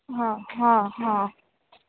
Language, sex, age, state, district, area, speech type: Marathi, female, 30-45, Maharashtra, Wardha, rural, conversation